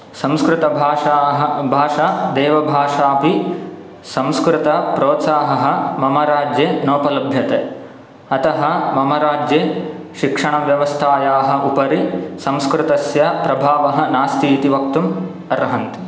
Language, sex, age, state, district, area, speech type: Sanskrit, male, 18-30, Karnataka, Shimoga, rural, spontaneous